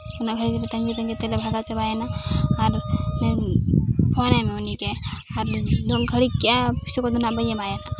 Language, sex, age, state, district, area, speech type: Santali, female, 18-30, Jharkhand, Seraikela Kharsawan, rural, spontaneous